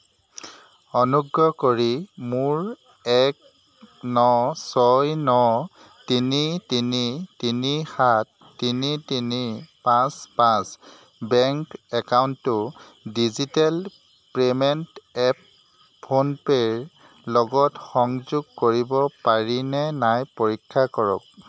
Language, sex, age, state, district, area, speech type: Assamese, male, 30-45, Assam, Jorhat, urban, read